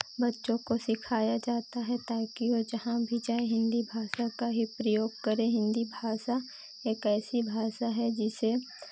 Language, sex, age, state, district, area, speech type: Hindi, female, 18-30, Uttar Pradesh, Pratapgarh, urban, spontaneous